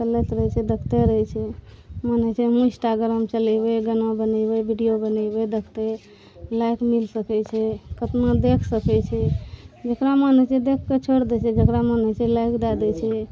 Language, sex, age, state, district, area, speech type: Maithili, male, 30-45, Bihar, Araria, rural, spontaneous